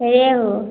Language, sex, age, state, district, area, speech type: Hindi, female, 18-30, Bihar, Samastipur, rural, conversation